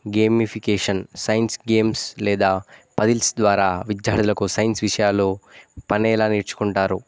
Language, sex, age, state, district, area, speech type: Telugu, male, 18-30, Telangana, Jayashankar, urban, spontaneous